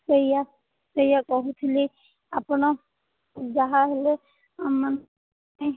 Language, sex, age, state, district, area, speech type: Odia, female, 45-60, Odisha, Sundergarh, rural, conversation